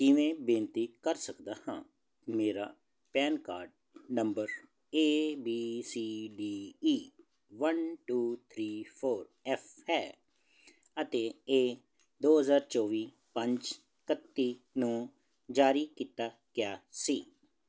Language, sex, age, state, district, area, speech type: Punjabi, male, 30-45, Punjab, Jalandhar, urban, read